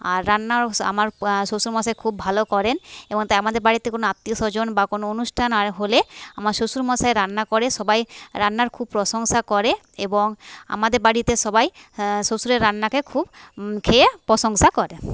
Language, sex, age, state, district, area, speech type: Bengali, female, 30-45, West Bengal, Paschim Medinipur, rural, spontaneous